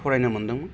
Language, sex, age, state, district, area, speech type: Bodo, male, 30-45, Assam, Baksa, urban, spontaneous